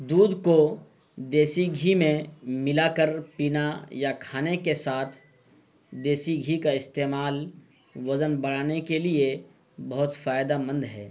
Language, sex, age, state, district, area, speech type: Urdu, male, 30-45, Bihar, Purnia, rural, spontaneous